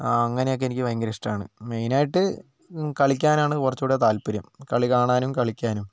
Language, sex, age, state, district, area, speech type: Malayalam, male, 30-45, Kerala, Wayanad, rural, spontaneous